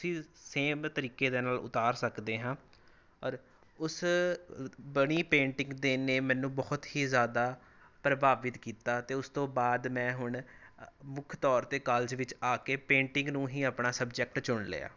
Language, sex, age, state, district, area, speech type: Punjabi, male, 18-30, Punjab, Rupnagar, rural, spontaneous